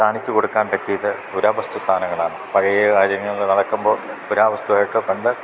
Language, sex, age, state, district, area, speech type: Malayalam, male, 60+, Kerala, Idukki, rural, spontaneous